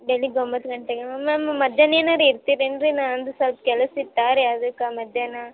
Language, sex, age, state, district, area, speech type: Kannada, female, 18-30, Karnataka, Gadag, rural, conversation